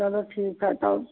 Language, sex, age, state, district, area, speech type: Hindi, female, 60+, Uttar Pradesh, Mau, rural, conversation